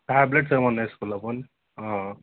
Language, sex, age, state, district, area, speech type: Telugu, male, 18-30, Telangana, Mahbubnagar, urban, conversation